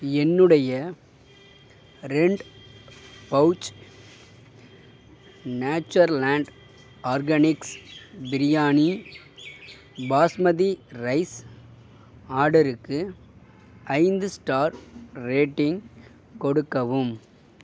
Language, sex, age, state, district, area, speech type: Tamil, male, 60+, Tamil Nadu, Mayiladuthurai, rural, read